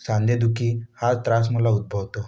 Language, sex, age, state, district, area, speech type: Marathi, male, 18-30, Maharashtra, Wardha, urban, spontaneous